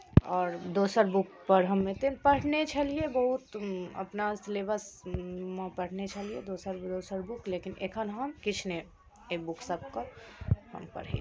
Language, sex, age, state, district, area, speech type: Maithili, female, 18-30, Bihar, Darbhanga, rural, spontaneous